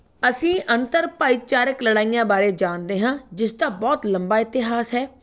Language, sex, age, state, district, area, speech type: Punjabi, female, 45-60, Punjab, Fatehgarh Sahib, rural, spontaneous